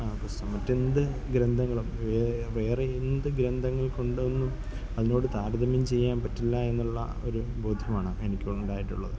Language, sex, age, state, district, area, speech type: Malayalam, male, 30-45, Kerala, Kollam, rural, spontaneous